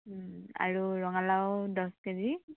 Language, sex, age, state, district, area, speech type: Assamese, female, 30-45, Assam, Tinsukia, urban, conversation